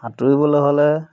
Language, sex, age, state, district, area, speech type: Assamese, male, 45-60, Assam, Majuli, urban, spontaneous